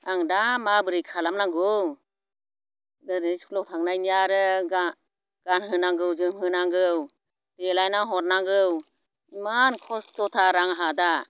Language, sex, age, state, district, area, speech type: Bodo, female, 60+, Assam, Baksa, rural, spontaneous